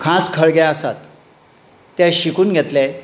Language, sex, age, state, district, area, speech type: Goan Konkani, male, 60+, Goa, Tiswadi, rural, spontaneous